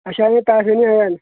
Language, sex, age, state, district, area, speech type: Dogri, male, 18-30, Jammu and Kashmir, Udhampur, rural, conversation